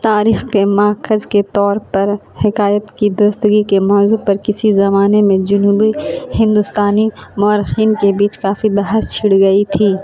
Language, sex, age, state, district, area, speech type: Urdu, female, 18-30, Bihar, Saharsa, rural, read